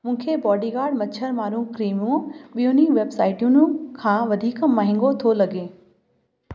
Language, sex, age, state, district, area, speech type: Sindhi, female, 30-45, Uttar Pradesh, Lucknow, urban, read